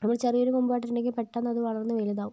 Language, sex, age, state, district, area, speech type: Malayalam, female, 45-60, Kerala, Kozhikode, urban, spontaneous